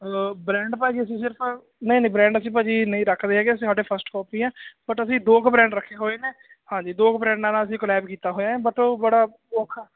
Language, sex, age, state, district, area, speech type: Punjabi, male, 18-30, Punjab, Hoshiarpur, rural, conversation